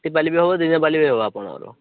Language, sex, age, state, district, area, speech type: Odia, male, 18-30, Odisha, Ganjam, rural, conversation